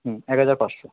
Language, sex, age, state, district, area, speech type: Bengali, male, 18-30, West Bengal, Kolkata, urban, conversation